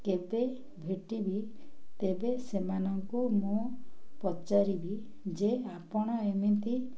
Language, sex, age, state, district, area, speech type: Odia, female, 60+, Odisha, Ganjam, urban, spontaneous